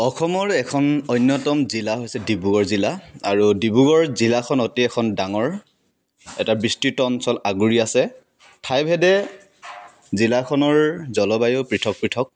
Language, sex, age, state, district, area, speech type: Assamese, male, 18-30, Assam, Dibrugarh, rural, spontaneous